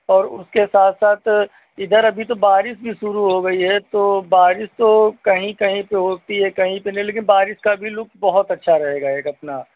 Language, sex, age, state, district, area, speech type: Hindi, male, 45-60, Uttar Pradesh, Hardoi, rural, conversation